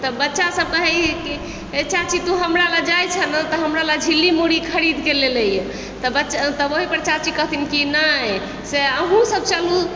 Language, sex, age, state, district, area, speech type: Maithili, female, 60+, Bihar, Supaul, urban, spontaneous